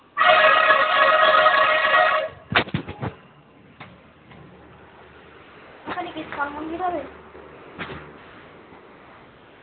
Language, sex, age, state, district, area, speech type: Bengali, female, 18-30, West Bengal, Malda, urban, conversation